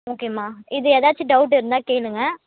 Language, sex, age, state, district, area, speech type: Tamil, female, 18-30, Tamil Nadu, Vellore, urban, conversation